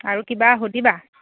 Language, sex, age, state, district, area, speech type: Assamese, female, 30-45, Assam, Dhemaji, rural, conversation